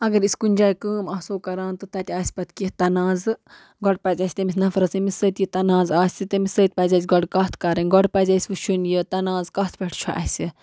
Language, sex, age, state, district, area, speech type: Kashmiri, female, 18-30, Jammu and Kashmir, Budgam, rural, spontaneous